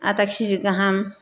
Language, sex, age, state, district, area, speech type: Bodo, female, 60+, Assam, Chirang, rural, spontaneous